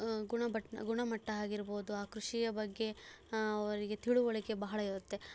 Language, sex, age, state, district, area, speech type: Kannada, female, 30-45, Karnataka, Chikkaballapur, rural, spontaneous